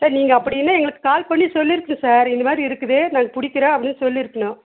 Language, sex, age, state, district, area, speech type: Tamil, female, 60+, Tamil Nadu, Nilgiris, rural, conversation